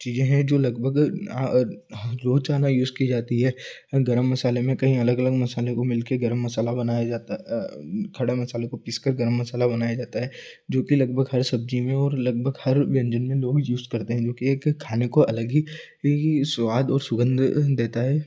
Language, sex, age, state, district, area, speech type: Hindi, male, 18-30, Madhya Pradesh, Ujjain, urban, spontaneous